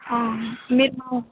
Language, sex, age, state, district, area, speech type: Telugu, female, 18-30, Telangana, Hyderabad, urban, conversation